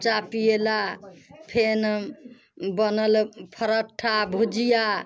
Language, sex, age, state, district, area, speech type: Maithili, female, 60+, Bihar, Muzaffarpur, rural, spontaneous